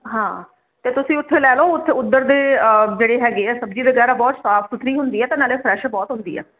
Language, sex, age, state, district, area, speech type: Punjabi, female, 30-45, Punjab, Kapurthala, urban, conversation